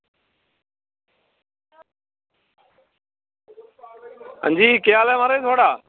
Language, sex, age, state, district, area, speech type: Dogri, male, 30-45, Jammu and Kashmir, Samba, rural, conversation